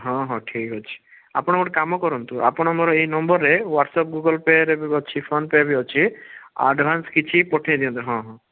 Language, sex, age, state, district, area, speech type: Odia, male, 18-30, Odisha, Bhadrak, rural, conversation